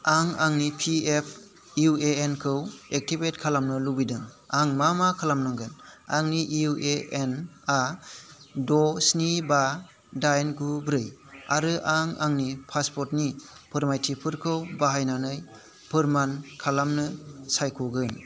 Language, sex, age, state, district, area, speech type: Bodo, male, 30-45, Assam, Kokrajhar, rural, read